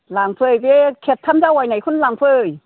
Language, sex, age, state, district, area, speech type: Bodo, female, 60+, Assam, Chirang, rural, conversation